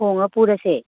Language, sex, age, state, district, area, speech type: Manipuri, female, 30-45, Manipur, Imphal East, urban, conversation